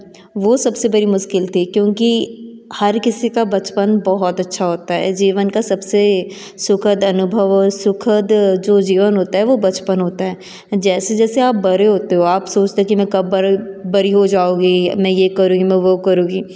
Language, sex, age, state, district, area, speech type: Hindi, female, 30-45, Madhya Pradesh, Betul, urban, spontaneous